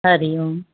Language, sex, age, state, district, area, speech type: Sindhi, female, 60+, Maharashtra, Ahmednagar, urban, conversation